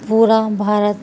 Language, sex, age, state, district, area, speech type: Urdu, female, 45-60, Uttar Pradesh, Muzaffarnagar, urban, spontaneous